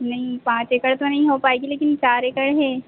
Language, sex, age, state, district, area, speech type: Hindi, female, 18-30, Madhya Pradesh, Harda, urban, conversation